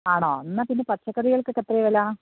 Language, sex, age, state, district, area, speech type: Malayalam, female, 60+, Kerala, Wayanad, rural, conversation